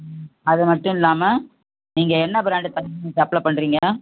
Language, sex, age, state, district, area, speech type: Tamil, female, 60+, Tamil Nadu, Cuddalore, urban, conversation